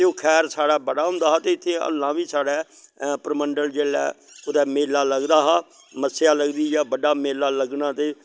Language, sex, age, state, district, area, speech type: Dogri, male, 60+, Jammu and Kashmir, Samba, rural, spontaneous